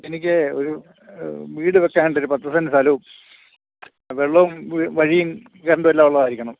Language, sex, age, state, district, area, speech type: Malayalam, male, 60+, Kerala, Kottayam, urban, conversation